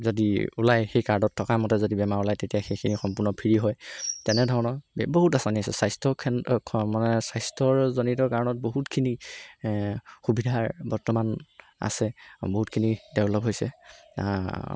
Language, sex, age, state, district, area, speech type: Assamese, male, 18-30, Assam, Golaghat, urban, spontaneous